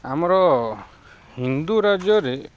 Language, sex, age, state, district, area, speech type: Odia, male, 30-45, Odisha, Ganjam, urban, spontaneous